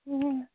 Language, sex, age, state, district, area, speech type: Odia, female, 18-30, Odisha, Jagatsinghpur, rural, conversation